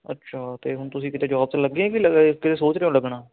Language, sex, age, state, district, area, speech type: Punjabi, male, 18-30, Punjab, Ludhiana, urban, conversation